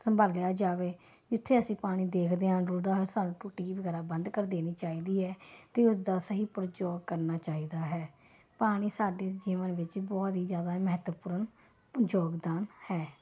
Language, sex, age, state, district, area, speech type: Punjabi, female, 30-45, Punjab, Ludhiana, urban, spontaneous